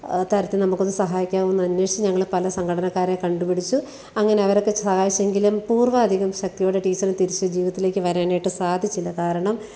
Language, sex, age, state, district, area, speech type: Malayalam, female, 45-60, Kerala, Alappuzha, rural, spontaneous